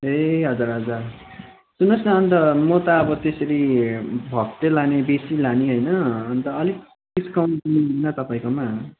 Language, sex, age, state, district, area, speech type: Nepali, male, 18-30, West Bengal, Kalimpong, rural, conversation